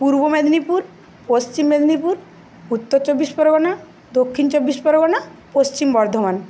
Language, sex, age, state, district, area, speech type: Bengali, female, 30-45, West Bengal, Paschim Medinipur, rural, spontaneous